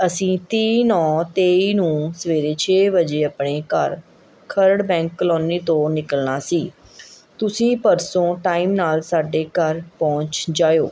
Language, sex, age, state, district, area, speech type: Punjabi, female, 30-45, Punjab, Mohali, urban, spontaneous